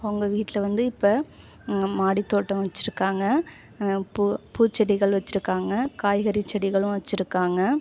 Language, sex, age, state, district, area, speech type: Tamil, female, 30-45, Tamil Nadu, Ariyalur, rural, spontaneous